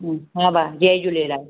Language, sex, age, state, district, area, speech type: Sindhi, female, 45-60, Maharashtra, Mumbai Suburban, urban, conversation